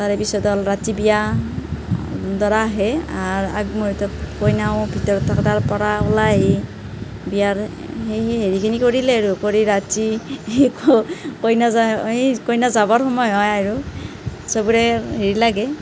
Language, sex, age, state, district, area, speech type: Assamese, female, 30-45, Assam, Nalbari, rural, spontaneous